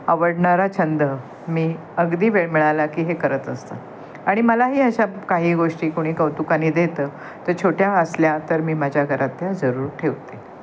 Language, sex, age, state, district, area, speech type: Marathi, female, 60+, Maharashtra, Thane, urban, spontaneous